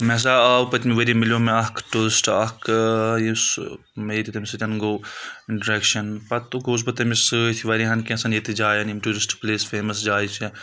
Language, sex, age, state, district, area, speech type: Kashmiri, male, 18-30, Jammu and Kashmir, Budgam, rural, spontaneous